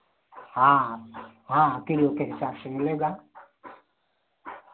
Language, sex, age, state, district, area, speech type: Hindi, male, 60+, Uttar Pradesh, Chandauli, rural, conversation